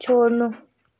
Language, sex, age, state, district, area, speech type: Nepali, female, 18-30, West Bengal, Kalimpong, rural, read